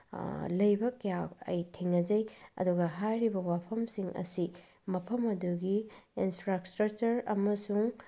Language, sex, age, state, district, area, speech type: Manipuri, female, 45-60, Manipur, Bishnupur, rural, spontaneous